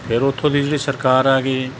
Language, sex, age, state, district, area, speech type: Punjabi, male, 45-60, Punjab, Mansa, urban, spontaneous